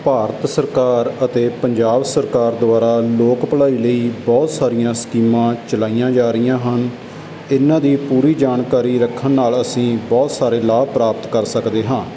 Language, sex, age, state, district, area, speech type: Punjabi, male, 30-45, Punjab, Barnala, rural, spontaneous